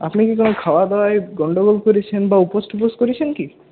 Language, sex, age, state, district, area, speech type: Bengali, male, 18-30, West Bengal, Purulia, urban, conversation